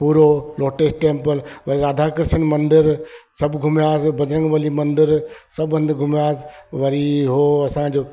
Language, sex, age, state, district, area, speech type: Sindhi, male, 30-45, Madhya Pradesh, Katni, rural, spontaneous